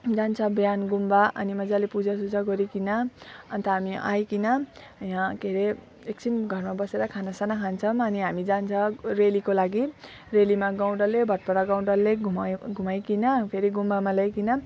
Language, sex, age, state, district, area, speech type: Nepali, female, 30-45, West Bengal, Alipurduar, urban, spontaneous